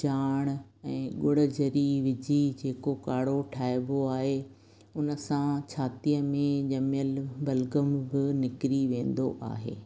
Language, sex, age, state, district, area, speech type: Sindhi, female, 45-60, Rajasthan, Ajmer, urban, spontaneous